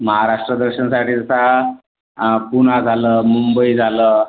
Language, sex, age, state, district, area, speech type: Marathi, male, 60+, Maharashtra, Yavatmal, rural, conversation